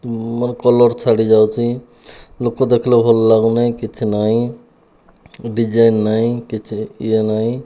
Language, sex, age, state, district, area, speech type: Odia, male, 30-45, Odisha, Kandhamal, rural, spontaneous